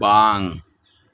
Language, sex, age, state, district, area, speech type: Santali, male, 60+, West Bengal, Birbhum, rural, read